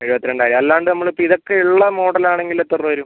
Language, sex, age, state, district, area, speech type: Malayalam, male, 60+, Kerala, Wayanad, rural, conversation